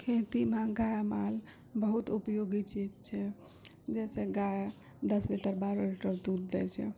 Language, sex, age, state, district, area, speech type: Maithili, female, 18-30, Bihar, Purnia, rural, spontaneous